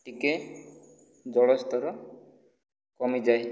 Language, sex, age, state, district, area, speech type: Odia, male, 18-30, Odisha, Kandhamal, rural, spontaneous